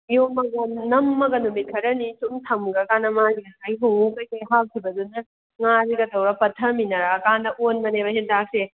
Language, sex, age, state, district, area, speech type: Manipuri, female, 18-30, Manipur, Kakching, urban, conversation